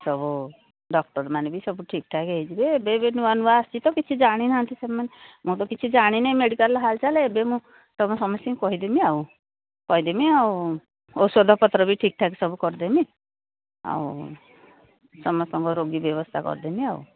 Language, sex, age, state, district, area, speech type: Odia, female, 60+, Odisha, Jharsuguda, rural, conversation